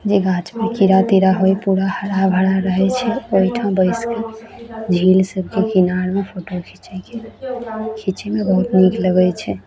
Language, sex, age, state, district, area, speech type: Maithili, female, 18-30, Bihar, Araria, rural, spontaneous